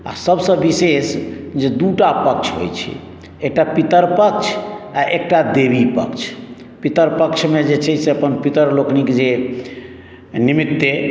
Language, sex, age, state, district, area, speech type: Maithili, male, 60+, Bihar, Madhubani, urban, spontaneous